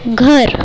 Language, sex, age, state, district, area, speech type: Marathi, female, 18-30, Maharashtra, Nagpur, urban, read